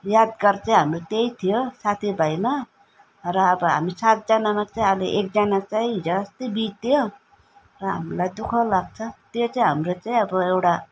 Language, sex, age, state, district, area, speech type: Nepali, female, 45-60, West Bengal, Darjeeling, rural, spontaneous